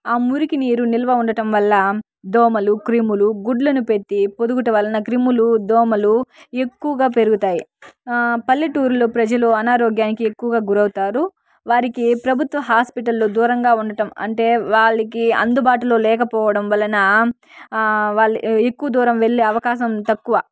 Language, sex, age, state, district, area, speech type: Telugu, female, 18-30, Andhra Pradesh, Sri Balaji, rural, spontaneous